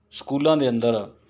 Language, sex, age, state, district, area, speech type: Punjabi, male, 45-60, Punjab, Mohali, urban, spontaneous